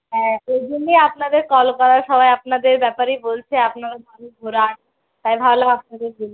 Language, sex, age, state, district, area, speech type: Bengali, female, 30-45, West Bengal, Purulia, rural, conversation